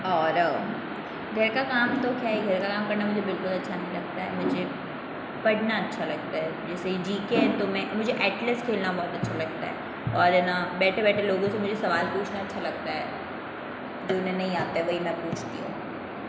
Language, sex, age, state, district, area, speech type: Hindi, female, 18-30, Rajasthan, Jodhpur, urban, spontaneous